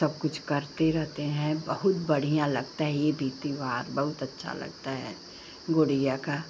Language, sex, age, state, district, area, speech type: Hindi, female, 60+, Uttar Pradesh, Pratapgarh, urban, spontaneous